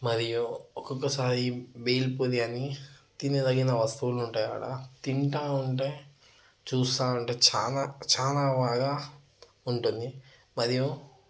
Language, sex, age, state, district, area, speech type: Telugu, male, 30-45, Telangana, Vikarabad, urban, spontaneous